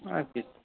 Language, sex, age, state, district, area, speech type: Bengali, male, 60+, West Bengal, Purba Medinipur, rural, conversation